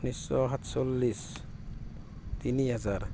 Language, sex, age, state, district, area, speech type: Assamese, male, 45-60, Assam, Barpeta, rural, spontaneous